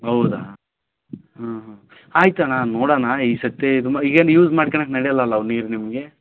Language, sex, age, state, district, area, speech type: Kannada, male, 30-45, Karnataka, Raichur, rural, conversation